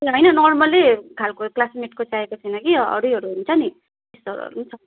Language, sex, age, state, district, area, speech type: Nepali, female, 30-45, West Bengal, Darjeeling, rural, conversation